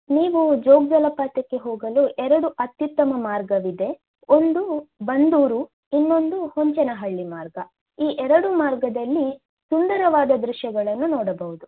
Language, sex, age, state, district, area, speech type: Kannada, female, 18-30, Karnataka, Shimoga, rural, conversation